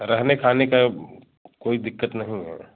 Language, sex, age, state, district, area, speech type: Hindi, male, 45-60, Uttar Pradesh, Jaunpur, urban, conversation